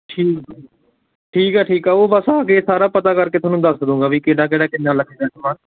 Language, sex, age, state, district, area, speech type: Punjabi, male, 18-30, Punjab, Patiala, rural, conversation